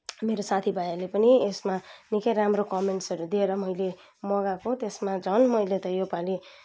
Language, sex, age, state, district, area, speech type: Nepali, female, 30-45, West Bengal, Kalimpong, rural, spontaneous